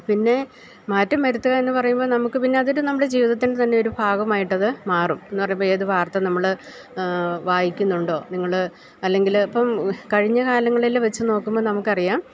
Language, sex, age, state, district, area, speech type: Malayalam, female, 60+, Kerala, Idukki, rural, spontaneous